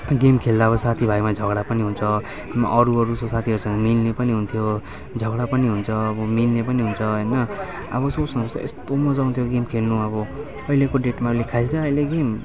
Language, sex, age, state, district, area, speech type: Nepali, male, 18-30, West Bengal, Kalimpong, rural, spontaneous